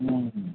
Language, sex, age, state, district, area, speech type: Assamese, male, 30-45, Assam, Darrang, rural, conversation